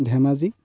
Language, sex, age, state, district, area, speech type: Assamese, male, 18-30, Assam, Sivasagar, rural, spontaneous